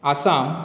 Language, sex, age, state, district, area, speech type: Goan Konkani, male, 18-30, Goa, Bardez, urban, spontaneous